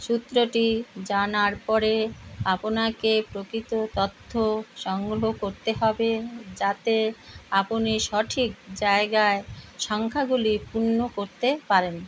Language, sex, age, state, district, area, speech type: Bengali, female, 60+, West Bengal, Kolkata, urban, read